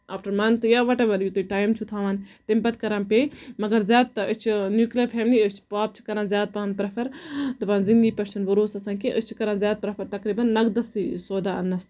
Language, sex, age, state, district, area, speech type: Kashmiri, female, 18-30, Jammu and Kashmir, Budgam, rural, spontaneous